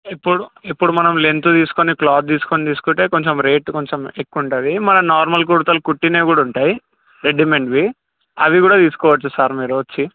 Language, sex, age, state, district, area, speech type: Telugu, male, 18-30, Telangana, Medchal, urban, conversation